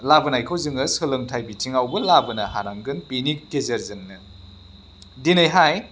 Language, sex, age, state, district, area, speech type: Bodo, male, 30-45, Assam, Chirang, rural, spontaneous